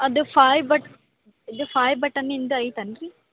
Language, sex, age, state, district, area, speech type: Kannada, female, 18-30, Karnataka, Gadag, urban, conversation